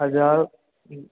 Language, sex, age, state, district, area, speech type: Sindhi, male, 18-30, Rajasthan, Ajmer, rural, conversation